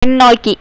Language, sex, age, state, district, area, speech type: Tamil, female, 60+, Tamil Nadu, Erode, urban, read